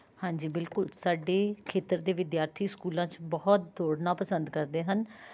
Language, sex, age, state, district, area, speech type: Punjabi, female, 30-45, Punjab, Rupnagar, urban, spontaneous